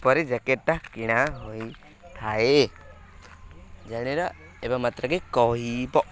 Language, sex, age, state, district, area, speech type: Odia, male, 18-30, Odisha, Nuapada, rural, spontaneous